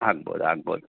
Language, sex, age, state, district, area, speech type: Kannada, male, 45-60, Karnataka, Chitradurga, rural, conversation